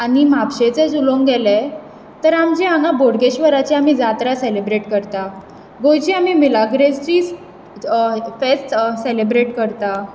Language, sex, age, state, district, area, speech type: Goan Konkani, female, 18-30, Goa, Bardez, urban, spontaneous